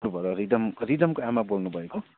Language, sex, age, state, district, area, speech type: Nepali, male, 18-30, West Bengal, Kalimpong, rural, conversation